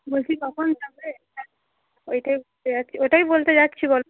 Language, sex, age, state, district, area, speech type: Bengali, female, 30-45, West Bengal, Cooch Behar, urban, conversation